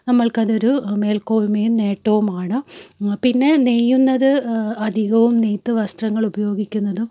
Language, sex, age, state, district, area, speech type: Malayalam, female, 30-45, Kerala, Malappuram, rural, spontaneous